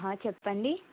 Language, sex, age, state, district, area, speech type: Telugu, female, 18-30, Telangana, Suryapet, urban, conversation